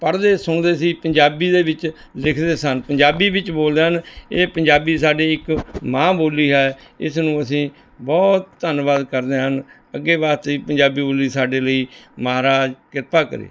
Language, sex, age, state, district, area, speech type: Punjabi, male, 60+, Punjab, Rupnagar, urban, spontaneous